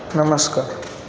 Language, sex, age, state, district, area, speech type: Marathi, male, 18-30, Maharashtra, Satara, rural, spontaneous